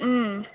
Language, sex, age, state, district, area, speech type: Nepali, female, 18-30, West Bengal, Jalpaiguri, urban, conversation